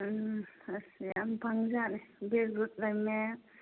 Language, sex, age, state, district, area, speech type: Manipuri, female, 45-60, Manipur, Churachandpur, urban, conversation